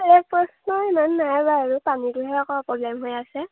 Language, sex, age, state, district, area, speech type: Assamese, female, 18-30, Assam, Majuli, urban, conversation